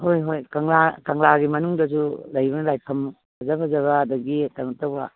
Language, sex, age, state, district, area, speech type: Manipuri, female, 60+, Manipur, Imphal East, rural, conversation